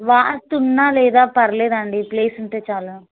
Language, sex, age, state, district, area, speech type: Telugu, female, 18-30, Telangana, Ranga Reddy, rural, conversation